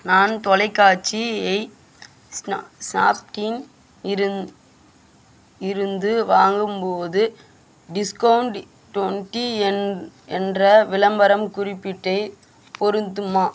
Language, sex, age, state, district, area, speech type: Tamil, female, 30-45, Tamil Nadu, Vellore, urban, read